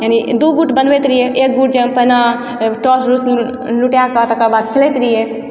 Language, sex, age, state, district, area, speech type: Maithili, female, 18-30, Bihar, Supaul, rural, spontaneous